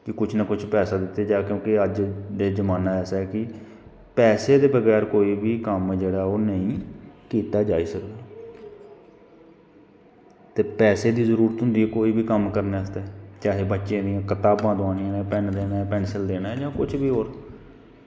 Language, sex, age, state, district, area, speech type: Dogri, male, 30-45, Jammu and Kashmir, Kathua, rural, spontaneous